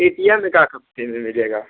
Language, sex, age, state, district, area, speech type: Hindi, male, 18-30, Uttar Pradesh, Mirzapur, rural, conversation